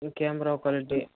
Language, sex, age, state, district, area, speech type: Tamil, male, 18-30, Tamil Nadu, Tenkasi, urban, conversation